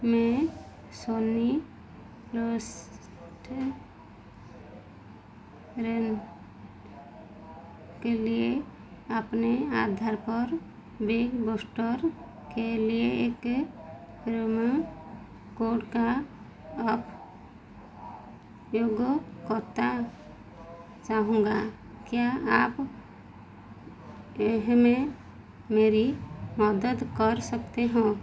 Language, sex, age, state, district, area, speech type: Hindi, female, 45-60, Madhya Pradesh, Chhindwara, rural, read